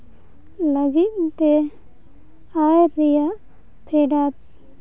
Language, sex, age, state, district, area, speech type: Santali, female, 18-30, Jharkhand, Seraikela Kharsawan, rural, spontaneous